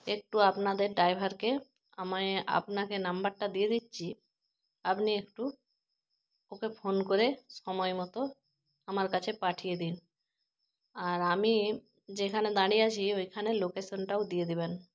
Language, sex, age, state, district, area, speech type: Bengali, female, 30-45, West Bengal, Jalpaiguri, rural, spontaneous